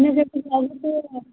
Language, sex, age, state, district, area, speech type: Hindi, female, 18-30, Madhya Pradesh, Gwalior, urban, conversation